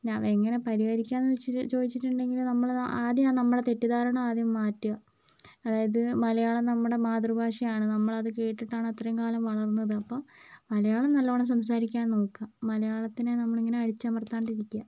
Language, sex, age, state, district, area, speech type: Malayalam, female, 45-60, Kerala, Wayanad, rural, spontaneous